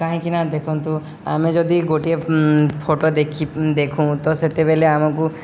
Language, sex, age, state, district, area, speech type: Odia, male, 18-30, Odisha, Subarnapur, urban, spontaneous